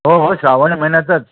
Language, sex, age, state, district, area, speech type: Marathi, male, 60+, Maharashtra, Thane, urban, conversation